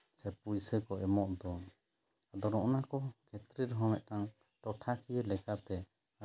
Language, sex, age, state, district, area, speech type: Santali, male, 30-45, West Bengal, Jhargram, rural, spontaneous